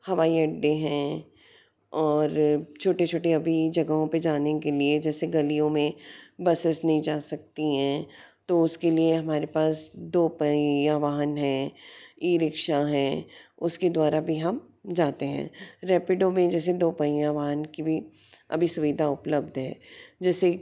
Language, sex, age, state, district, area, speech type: Hindi, female, 45-60, Madhya Pradesh, Bhopal, urban, spontaneous